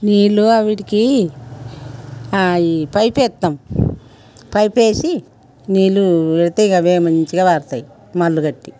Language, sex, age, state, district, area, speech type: Telugu, female, 60+, Telangana, Peddapalli, rural, spontaneous